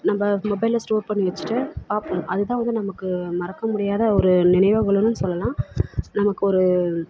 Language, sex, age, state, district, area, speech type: Tamil, female, 45-60, Tamil Nadu, Perambalur, rural, spontaneous